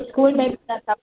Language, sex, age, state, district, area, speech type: Sindhi, female, 60+, Maharashtra, Mumbai Suburban, urban, conversation